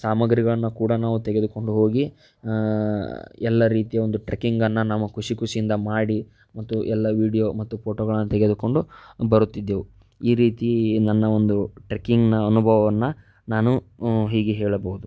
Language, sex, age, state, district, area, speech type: Kannada, male, 30-45, Karnataka, Tumkur, urban, spontaneous